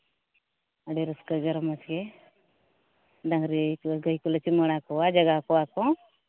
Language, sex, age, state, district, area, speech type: Santali, female, 30-45, Jharkhand, East Singhbhum, rural, conversation